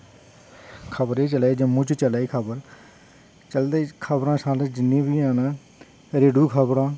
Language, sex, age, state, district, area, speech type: Dogri, male, 30-45, Jammu and Kashmir, Jammu, rural, spontaneous